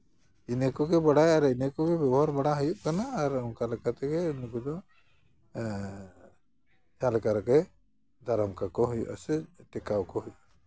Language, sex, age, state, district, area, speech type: Santali, male, 60+, West Bengal, Jhargram, rural, spontaneous